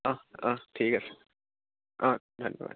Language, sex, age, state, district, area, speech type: Assamese, male, 18-30, Assam, Dibrugarh, urban, conversation